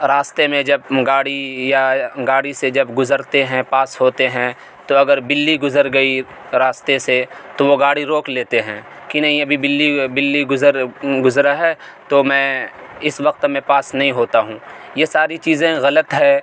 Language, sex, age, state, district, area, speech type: Urdu, male, 18-30, Delhi, South Delhi, urban, spontaneous